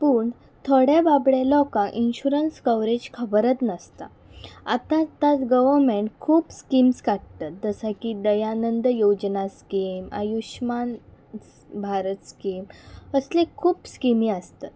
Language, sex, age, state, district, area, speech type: Goan Konkani, female, 18-30, Goa, Pernem, rural, spontaneous